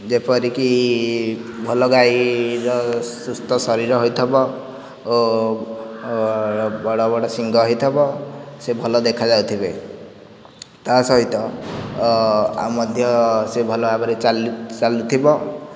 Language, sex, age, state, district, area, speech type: Odia, male, 18-30, Odisha, Nayagarh, rural, spontaneous